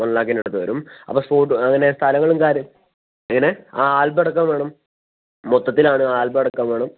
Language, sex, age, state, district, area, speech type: Malayalam, female, 18-30, Kerala, Kozhikode, urban, conversation